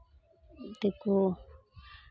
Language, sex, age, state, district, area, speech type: Santali, female, 30-45, West Bengal, Malda, rural, spontaneous